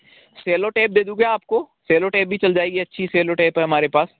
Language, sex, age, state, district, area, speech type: Hindi, male, 45-60, Rajasthan, Jaipur, urban, conversation